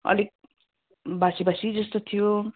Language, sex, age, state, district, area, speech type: Nepali, female, 30-45, West Bengal, Kalimpong, rural, conversation